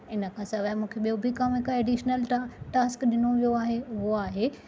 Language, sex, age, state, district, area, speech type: Sindhi, female, 30-45, Maharashtra, Thane, urban, spontaneous